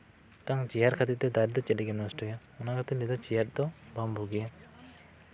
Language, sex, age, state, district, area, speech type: Santali, male, 18-30, West Bengal, Jhargram, rural, spontaneous